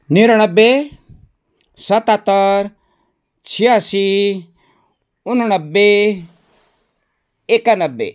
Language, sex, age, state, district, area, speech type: Nepali, male, 60+, West Bengal, Jalpaiguri, urban, spontaneous